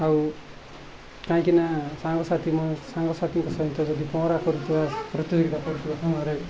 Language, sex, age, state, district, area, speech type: Odia, male, 45-60, Odisha, Nabarangpur, rural, spontaneous